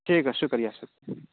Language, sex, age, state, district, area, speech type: Urdu, male, 30-45, Bihar, Purnia, rural, conversation